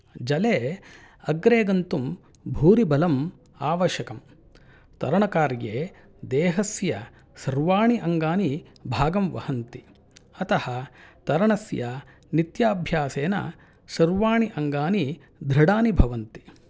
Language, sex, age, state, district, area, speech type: Sanskrit, male, 45-60, Karnataka, Mysore, urban, spontaneous